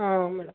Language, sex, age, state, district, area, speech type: Kannada, female, 45-60, Karnataka, Mandya, rural, conversation